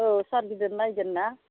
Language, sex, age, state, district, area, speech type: Bodo, female, 60+, Assam, Kokrajhar, rural, conversation